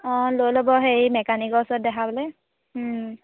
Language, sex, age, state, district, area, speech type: Assamese, female, 18-30, Assam, Sivasagar, rural, conversation